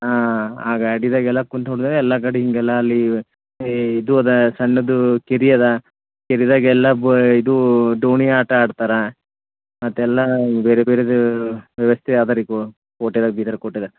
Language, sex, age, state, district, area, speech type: Kannada, male, 18-30, Karnataka, Bidar, urban, conversation